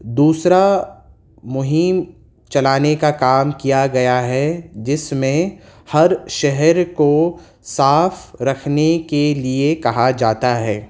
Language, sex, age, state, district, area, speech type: Urdu, male, 30-45, Uttar Pradesh, Gautam Buddha Nagar, rural, spontaneous